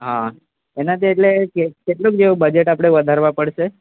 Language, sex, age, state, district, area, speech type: Gujarati, male, 18-30, Gujarat, Valsad, rural, conversation